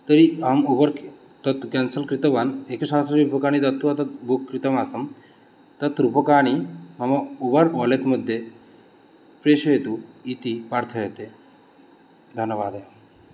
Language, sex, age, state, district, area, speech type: Sanskrit, male, 18-30, West Bengal, Cooch Behar, rural, spontaneous